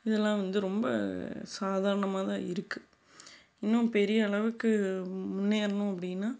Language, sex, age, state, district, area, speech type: Tamil, female, 30-45, Tamil Nadu, Salem, urban, spontaneous